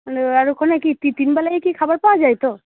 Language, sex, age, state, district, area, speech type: Bengali, female, 45-60, West Bengal, Darjeeling, urban, conversation